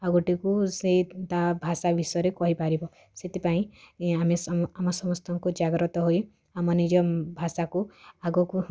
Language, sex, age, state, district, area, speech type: Odia, female, 18-30, Odisha, Kalahandi, rural, spontaneous